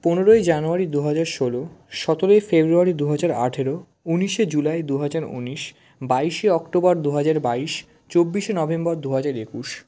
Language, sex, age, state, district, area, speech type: Bengali, male, 18-30, West Bengal, South 24 Parganas, rural, spontaneous